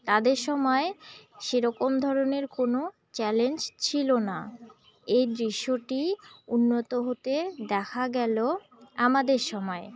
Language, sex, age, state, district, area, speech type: Bengali, female, 18-30, West Bengal, Jalpaiguri, rural, spontaneous